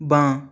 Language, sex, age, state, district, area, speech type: Bengali, male, 30-45, West Bengal, Purulia, urban, read